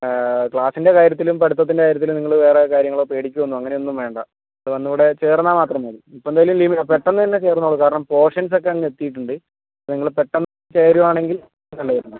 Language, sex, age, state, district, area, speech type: Malayalam, female, 30-45, Kerala, Kozhikode, urban, conversation